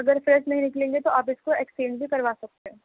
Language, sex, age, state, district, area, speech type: Urdu, female, 18-30, Delhi, East Delhi, urban, conversation